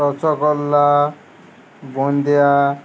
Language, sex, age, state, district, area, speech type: Bengali, male, 30-45, West Bengal, Uttar Dinajpur, urban, spontaneous